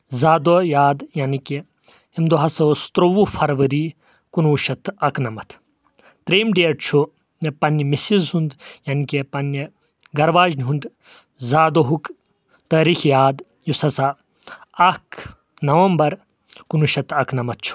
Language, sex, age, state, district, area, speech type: Kashmiri, male, 30-45, Jammu and Kashmir, Kulgam, rural, spontaneous